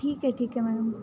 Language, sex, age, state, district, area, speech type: Marathi, female, 18-30, Maharashtra, Satara, rural, spontaneous